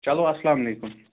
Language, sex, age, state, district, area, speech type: Kashmiri, male, 30-45, Jammu and Kashmir, Srinagar, urban, conversation